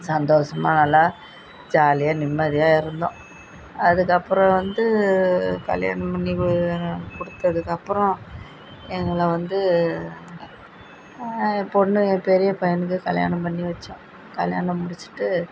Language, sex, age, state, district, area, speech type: Tamil, female, 45-60, Tamil Nadu, Thanjavur, rural, spontaneous